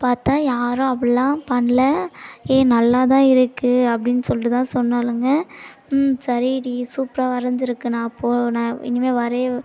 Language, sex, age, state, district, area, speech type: Tamil, female, 18-30, Tamil Nadu, Tiruvannamalai, urban, spontaneous